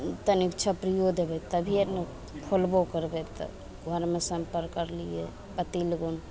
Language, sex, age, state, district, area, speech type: Maithili, female, 45-60, Bihar, Begusarai, rural, spontaneous